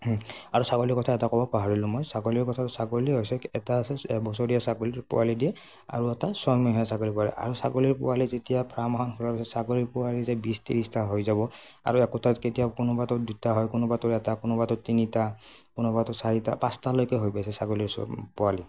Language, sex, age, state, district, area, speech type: Assamese, male, 18-30, Assam, Morigaon, rural, spontaneous